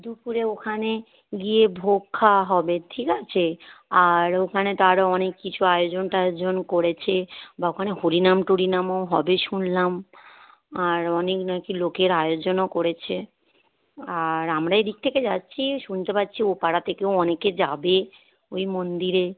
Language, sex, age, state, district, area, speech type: Bengali, female, 45-60, West Bengal, Hooghly, rural, conversation